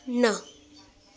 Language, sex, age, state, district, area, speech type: Sindhi, female, 18-30, Delhi, South Delhi, urban, read